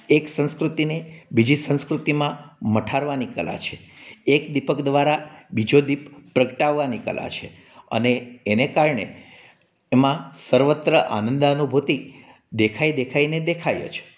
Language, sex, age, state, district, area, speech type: Gujarati, male, 45-60, Gujarat, Amreli, urban, spontaneous